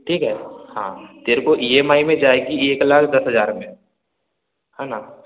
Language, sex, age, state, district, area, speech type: Hindi, male, 18-30, Madhya Pradesh, Balaghat, rural, conversation